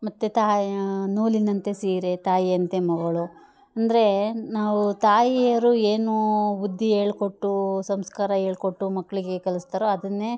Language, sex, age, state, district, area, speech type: Kannada, female, 30-45, Karnataka, Chikkamagaluru, rural, spontaneous